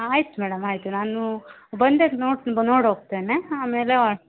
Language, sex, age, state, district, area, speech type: Kannada, female, 45-60, Karnataka, Uttara Kannada, rural, conversation